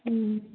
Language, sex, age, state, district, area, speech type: Manipuri, female, 18-30, Manipur, Senapati, urban, conversation